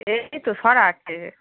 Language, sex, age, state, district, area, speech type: Bengali, female, 18-30, West Bengal, Darjeeling, rural, conversation